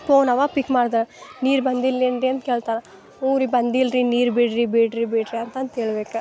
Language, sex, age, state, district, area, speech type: Kannada, female, 18-30, Karnataka, Dharwad, urban, spontaneous